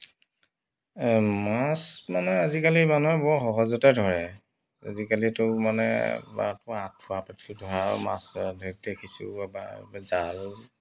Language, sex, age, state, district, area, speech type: Assamese, male, 45-60, Assam, Dibrugarh, rural, spontaneous